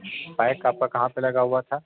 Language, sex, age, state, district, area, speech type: Hindi, male, 30-45, Bihar, Darbhanga, rural, conversation